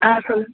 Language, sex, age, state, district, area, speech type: Tamil, female, 30-45, Tamil Nadu, Tiruchirappalli, rural, conversation